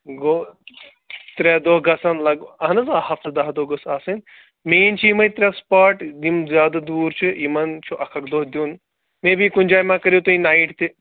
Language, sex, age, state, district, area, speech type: Kashmiri, male, 30-45, Jammu and Kashmir, Srinagar, urban, conversation